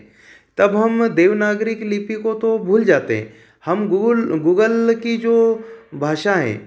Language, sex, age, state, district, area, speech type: Hindi, male, 30-45, Madhya Pradesh, Ujjain, urban, spontaneous